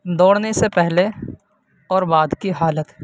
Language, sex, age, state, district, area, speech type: Urdu, male, 18-30, Uttar Pradesh, Saharanpur, urban, spontaneous